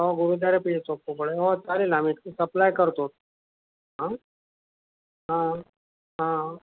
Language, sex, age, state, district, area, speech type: Marathi, male, 60+, Maharashtra, Nanded, urban, conversation